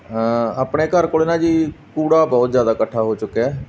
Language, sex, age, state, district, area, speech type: Punjabi, male, 30-45, Punjab, Barnala, rural, spontaneous